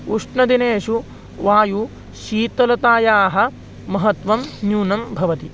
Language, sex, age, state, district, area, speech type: Sanskrit, male, 18-30, Maharashtra, Beed, urban, spontaneous